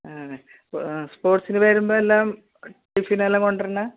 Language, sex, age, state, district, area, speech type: Malayalam, female, 45-60, Kerala, Kasaragod, rural, conversation